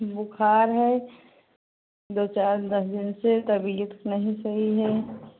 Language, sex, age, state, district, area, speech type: Hindi, female, 45-60, Uttar Pradesh, Pratapgarh, rural, conversation